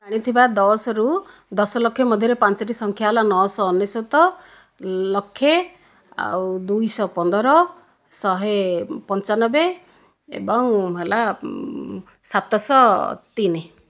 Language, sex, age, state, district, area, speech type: Odia, female, 60+, Odisha, Kandhamal, rural, spontaneous